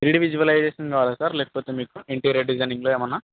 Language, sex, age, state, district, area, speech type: Telugu, male, 45-60, Andhra Pradesh, Kadapa, rural, conversation